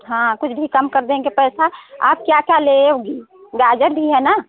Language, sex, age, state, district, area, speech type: Hindi, female, 60+, Uttar Pradesh, Prayagraj, urban, conversation